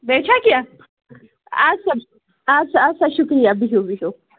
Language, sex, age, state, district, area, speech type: Kashmiri, female, 30-45, Jammu and Kashmir, Anantnag, rural, conversation